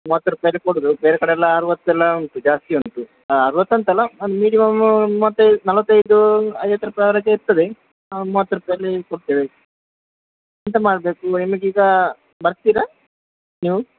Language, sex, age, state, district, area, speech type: Kannada, male, 30-45, Karnataka, Dakshina Kannada, rural, conversation